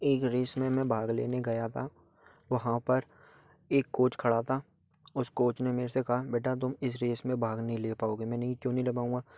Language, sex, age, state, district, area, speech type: Hindi, male, 18-30, Madhya Pradesh, Gwalior, urban, spontaneous